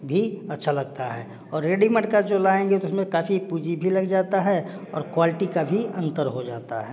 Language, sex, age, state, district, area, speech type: Hindi, male, 30-45, Bihar, Samastipur, urban, spontaneous